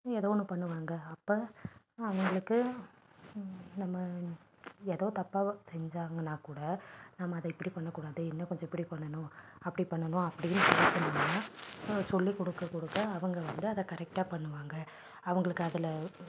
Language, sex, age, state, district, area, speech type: Tamil, female, 30-45, Tamil Nadu, Nilgiris, rural, spontaneous